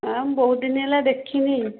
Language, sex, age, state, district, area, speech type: Odia, female, 60+, Odisha, Jharsuguda, rural, conversation